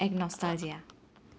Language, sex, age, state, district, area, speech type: Assamese, female, 30-45, Assam, Morigaon, rural, spontaneous